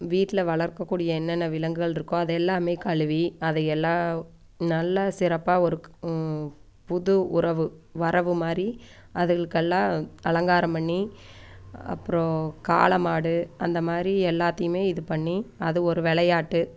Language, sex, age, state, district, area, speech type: Tamil, female, 30-45, Tamil Nadu, Coimbatore, rural, spontaneous